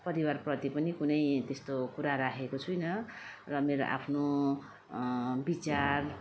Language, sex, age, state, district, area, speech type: Nepali, female, 45-60, West Bengal, Darjeeling, rural, spontaneous